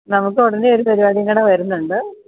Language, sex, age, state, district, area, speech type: Malayalam, female, 30-45, Kerala, Idukki, rural, conversation